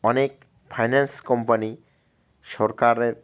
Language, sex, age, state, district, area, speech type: Bengali, male, 30-45, West Bengal, Alipurduar, rural, spontaneous